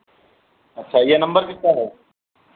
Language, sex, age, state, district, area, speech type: Hindi, male, 30-45, Uttar Pradesh, Hardoi, rural, conversation